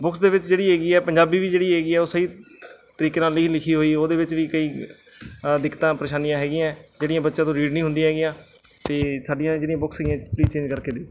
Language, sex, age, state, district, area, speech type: Punjabi, male, 30-45, Punjab, Mansa, urban, spontaneous